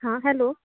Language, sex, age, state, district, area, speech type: Goan Konkani, female, 18-30, Goa, Canacona, rural, conversation